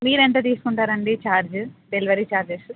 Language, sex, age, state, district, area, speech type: Telugu, female, 18-30, Andhra Pradesh, Anantapur, urban, conversation